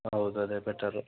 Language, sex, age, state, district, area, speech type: Kannada, male, 18-30, Karnataka, Shimoga, rural, conversation